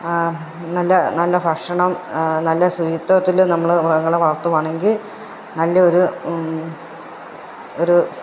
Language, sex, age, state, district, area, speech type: Malayalam, female, 30-45, Kerala, Pathanamthitta, rural, spontaneous